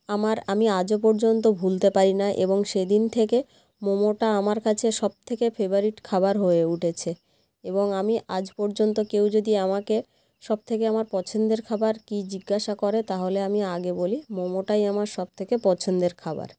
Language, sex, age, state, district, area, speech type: Bengali, female, 30-45, West Bengal, North 24 Parganas, rural, spontaneous